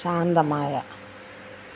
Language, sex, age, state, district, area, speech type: Malayalam, female, 45-60, Kerala, Thiruvananthapuram, rural, read